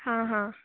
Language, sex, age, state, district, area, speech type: Goan Konkani, female, 18-30, Goa, Canacona, rural, conversation